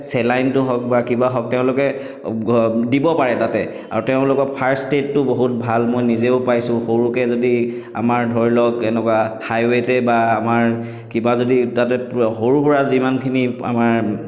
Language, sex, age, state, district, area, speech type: Assamese, male, 30-45, Assam, Chirang, urban, spontaneous